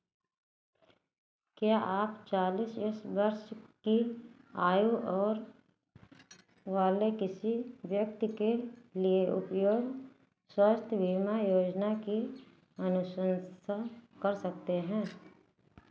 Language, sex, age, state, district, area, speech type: Hindi, female, 60+, Uttar Pradesh, Ayodhya, rural, read